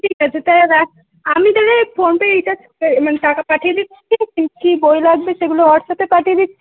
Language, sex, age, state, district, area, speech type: Bengali, female, 18-30, West Bengal, Dakshin Dinajpur, urban, conversation